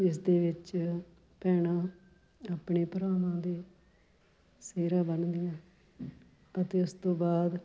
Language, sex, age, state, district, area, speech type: Punjabi, female, 45-60, Punjab, Fatehgarh Sahib, urban, spontaneous